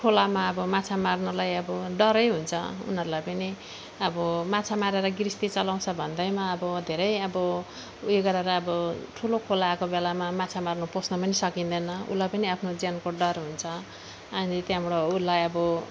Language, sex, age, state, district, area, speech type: Nepali, female, 45-60, West Bengal, Alipurduar, urban, spontaneous